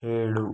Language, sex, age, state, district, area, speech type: Kannada, male, 45-60, Karnataka, Chikkaballapur, rural, read